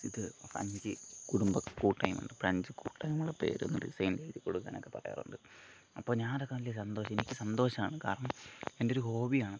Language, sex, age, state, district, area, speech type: Malayalam, male, 18-30, Kerala, Thiruvananthapuram, rural, spontaneous